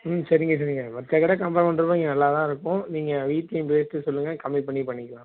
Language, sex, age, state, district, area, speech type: Tamil, male, 18-30, Tamil Nadu, Nagapattinam, rural, conversation